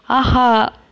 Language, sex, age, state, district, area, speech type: Tamil, female, 18-30, Tamil Nadu, Erode, rural, read